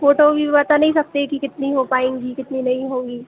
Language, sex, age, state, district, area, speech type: Hindi, female, 18-30, Madhya Pradesh, Hoshangabad, rural, conversation